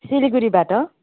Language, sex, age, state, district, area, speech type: Nepali, female, 30-45, West Bengal, Darjeeling, rural, conversation